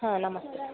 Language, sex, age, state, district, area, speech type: Kannada, female, 18-30, Karnataka, Gadag, urban, conversation